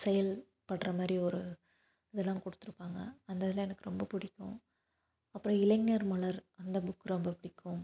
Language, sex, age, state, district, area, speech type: Tamil, female, 18-30, Tamil Nadu, Tiruppur, rural, spontaneous